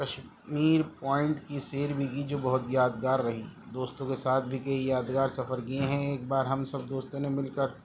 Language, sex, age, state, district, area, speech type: Urdu, male, 30-45, Delhi, East Delhi, urban, spontaneous